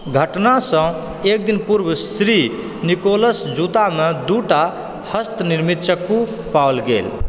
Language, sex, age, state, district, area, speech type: Maithili, male, 30-45, Bihar, Supaul, urban, read